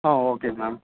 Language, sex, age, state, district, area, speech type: Tamil, male, 30-45, Tamil Nadu, Chennai, urban, conversation